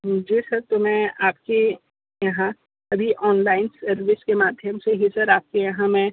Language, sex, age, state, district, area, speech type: Hindi, male, 60+, Uttar Pradesh, Sonbhadra, rural, conversation